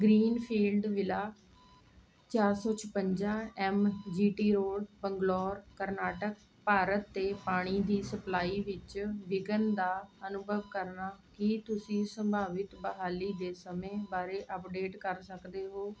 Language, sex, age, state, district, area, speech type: Punjabi, female, 45-60, Punjab, Ludhiana, urban, read